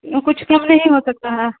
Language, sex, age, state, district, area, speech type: Urdu, female, 18-30, Bihar, Saharsa, rural, conversation